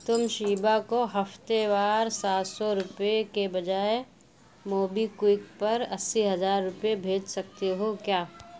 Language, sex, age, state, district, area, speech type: Urdu, female, 45-60, Uttar Pradesh, Lucknow, rural, read